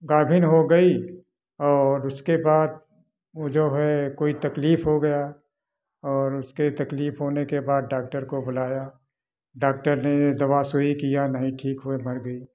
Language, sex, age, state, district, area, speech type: Hindi, male, 60+, Uttar Pradesh, Prayagraj, rural, spontaneous